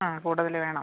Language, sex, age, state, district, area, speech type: Malayalam, female, 45-60, Kerala, Idukki, rural, conversation